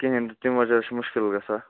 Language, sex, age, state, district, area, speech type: Kashmiri, male, 30-45, Jammu and Kashmir, Kupwara, urban, conversation